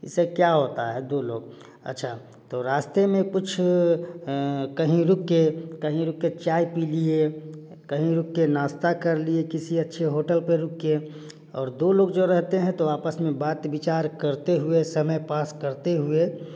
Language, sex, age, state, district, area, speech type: Hindi, male, 30-45, Bihar, Samastipur, urban, spontaneous